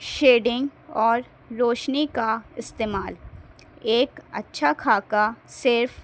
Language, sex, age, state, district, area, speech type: Urdu, female, 18-30, Delhi, North East Delhi, urban, spontaneous